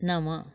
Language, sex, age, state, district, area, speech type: Sanskrit, female, 60+, Karnataka, Uttara Kannada, urban, read